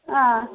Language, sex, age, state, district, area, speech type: Kashmiri, female, 30-45, Jammu and Kashmir, Pulwama, urban, conversation